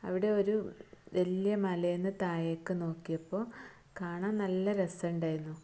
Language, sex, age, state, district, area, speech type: Malayalam, female, 30-45, Kerala, Malappuram, rural, spontaneous